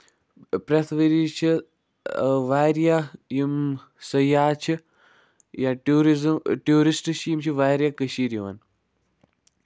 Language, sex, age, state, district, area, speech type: Kashmiri, male, 45-60, Jammu and Kashmir, Budgam, rural, spontaneous